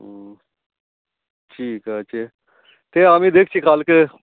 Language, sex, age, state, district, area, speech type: Bengali, male, 45-60, West Bengal, Howrah, urban, conversation